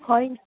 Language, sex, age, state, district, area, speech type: Nepali, other, 30-45, West Bengal, Kalimpong, rural, conversation